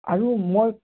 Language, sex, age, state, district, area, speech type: Assamese, male, 30-45, Assam, Udalguri, rural, conversation